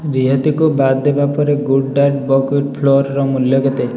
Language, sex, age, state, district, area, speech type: Odia, male, 18-30, Odisha, Puri, urban, read